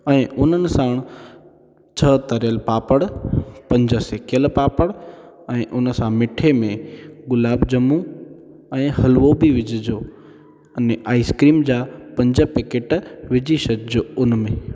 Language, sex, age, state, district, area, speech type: Sindhi, male, 18-30, Gujarat, Junagadh, rural, spontaneous